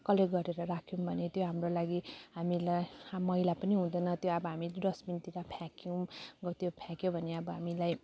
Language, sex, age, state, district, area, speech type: Nepali, female, 30-45, West Bengal, Jalpaiguri, urban, spontaneous